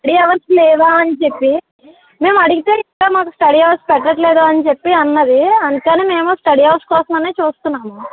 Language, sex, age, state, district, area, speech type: Telugu, female, 30-45, Andhra Pradesh, Eluru, rural, conversation